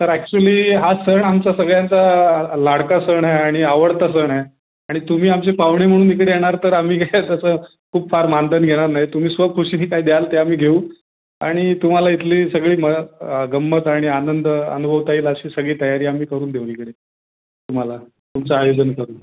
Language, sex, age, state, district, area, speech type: Marathi, male, 30-45, Maharashtra, Raigad, rural, conversation